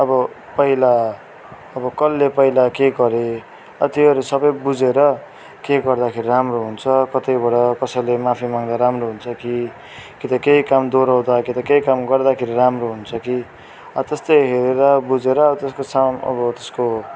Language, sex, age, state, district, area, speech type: Nepali, male, 30-45, West Bengal, Darjeeling, rural, spontaneous